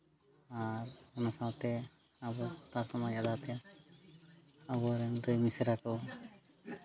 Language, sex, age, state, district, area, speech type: Santali, male, 30-45, Jharkhand, Seraikela Kharsawan, rural, spontaneous